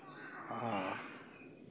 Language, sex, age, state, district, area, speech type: Maithili, male, 45-60, Bihar, Araria, rural, spontaneous